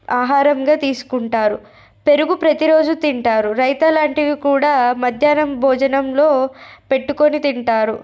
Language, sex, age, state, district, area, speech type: Telugu, female, 18-30, Telangana, Nirmal, urban, spontaneous